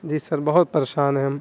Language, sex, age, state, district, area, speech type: Urdu, male, 18-30, Uttar Pradesh, Muzaffarnagar, urban, spontaneous